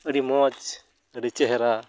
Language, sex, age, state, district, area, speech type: Santali, male, 30-45, West Bengal, Uttar Dinajpur, rural, spontaneous